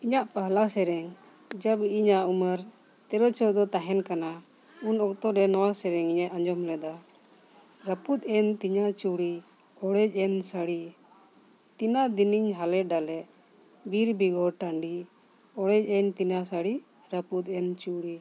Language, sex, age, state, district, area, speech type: Santali, female, 45-60, Jharkhand, Bokaro, rural, spontaneous